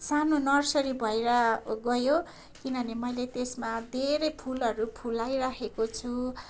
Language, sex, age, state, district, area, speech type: Nepali, female, 45-60, West Bengal, Darjeeling, rural, spontaneous